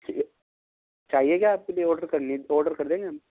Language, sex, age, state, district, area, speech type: Hindi, male, 18-30, Rajasthan, Bharatpur, rural, conversation